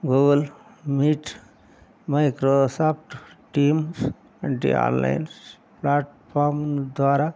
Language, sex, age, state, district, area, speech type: Telugu, male, 60+, Telangana, Hanamkonda, rural, spontaneous